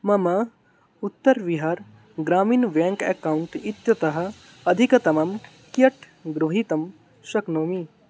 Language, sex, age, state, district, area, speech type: Sanskrit, male, 18-30, Odisha, Mayurbhanj, rural, read